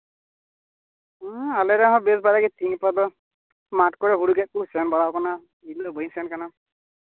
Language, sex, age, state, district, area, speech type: Santali, male, 18-30, West Bengal, Purba Bardhaman, rural, conversation